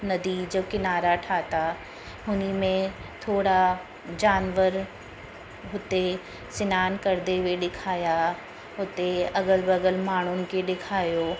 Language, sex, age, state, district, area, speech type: Sindhi, female, 30-45, Uttar Pradesh, Lucknow, rural, spontaneous